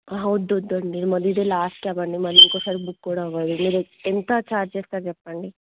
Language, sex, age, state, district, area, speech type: Telugu, female, 18-30, Telangana, Ranga Reddy, urban, conversation